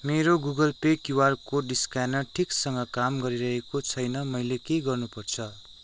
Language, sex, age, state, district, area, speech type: Nepali, male, 18-30, West Bengal, Kalimpong, rural, read